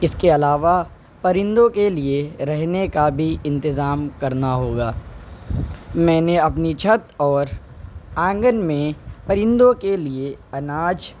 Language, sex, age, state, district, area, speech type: Urdu, male, 18-30, Uttar Pradesh, Shahjahanpur, rural, spontaneous